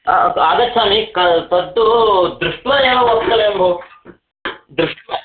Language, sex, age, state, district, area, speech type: Sanskrit, male, 45-60, Karnataka, Uttara Kannada, rural, conversation